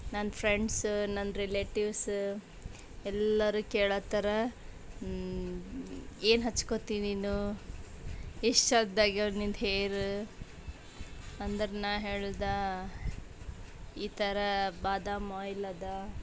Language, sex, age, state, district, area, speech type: Kannada, female, 30-45, Karnataka, Bidar, urban, spontaneous